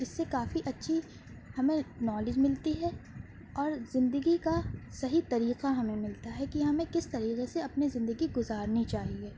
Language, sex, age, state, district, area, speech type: Urdu, female, 18-30, Uttar Pradesh, Shahjahanpur, urban, spontaneous